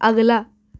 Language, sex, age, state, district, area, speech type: Urdu, female, 18-30, Uttar Pradesh, Ghaziabad, urban, read